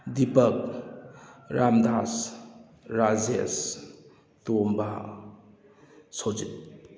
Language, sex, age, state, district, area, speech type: Manipuri, male, 30-45, Manipur, Kakching, rural, spontaneous